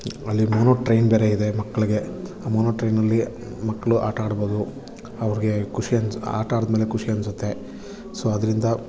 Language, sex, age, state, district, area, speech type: Kannada, male, 30-45, Karnataka, Bangalore Urban, urban, spontaneous